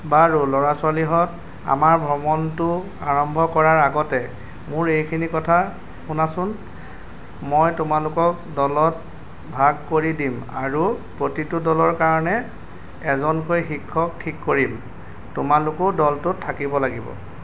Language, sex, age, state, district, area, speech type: Assamese, male, 30-45, Assam, Golaghat, urban, read